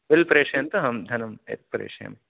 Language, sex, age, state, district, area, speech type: Sanskrit, male, 18-30, Tamil Nadu, Tiruvallur, rural, conversation